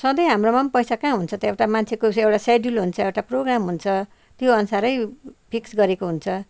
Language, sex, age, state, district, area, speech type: Nepali, female, 60+, West Bengal, Kalimpong, rural, spontaneous